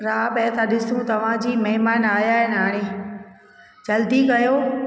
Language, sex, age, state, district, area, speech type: Sindhi, female, 45-60, Gujarat, Junagadh, urban, spontaneous